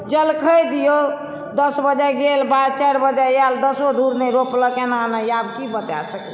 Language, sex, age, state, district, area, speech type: Maithili, female, 60+, Bihar, Supaul, rural, spontaneous